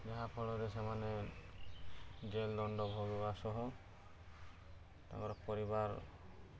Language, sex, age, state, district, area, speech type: Odia, male, 30-45, Odisha, Subarnapur, urban, spontaneous